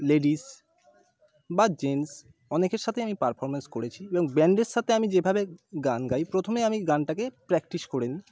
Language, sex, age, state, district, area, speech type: Bengali, male, 30-45, West Bengal, North 24 Parganas, urban, spontaneous